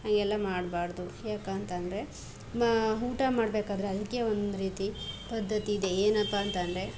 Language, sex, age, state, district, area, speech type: Kannada, female, 30-45, Karnataka, Chamarajanagar, rural, spontaneous